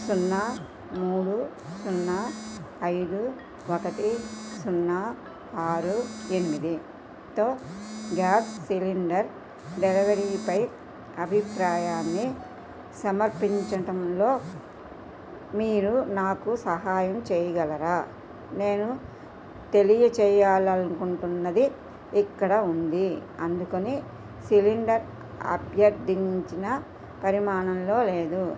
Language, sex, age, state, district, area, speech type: Telugu, female, 60+, Andhra Pradesh, Krishna, rural, read